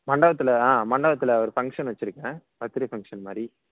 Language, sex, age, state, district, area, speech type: Tamil, male, 18-30, Tamil Nadu, Thanjavur, rural, conversation